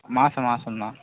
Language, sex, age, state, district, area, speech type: Tamil, male, 30-45, Tamil Nadu, Mayiladuthurai, urban, conversation